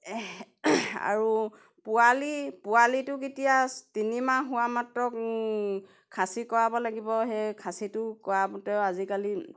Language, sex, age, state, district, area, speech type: Assamese, female, 45-60, Assam, Golaghat, rural, spontaneous